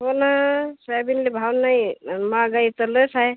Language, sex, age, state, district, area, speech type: Marathi, female, 30-45, Maharashtra, Washim, rural, conversation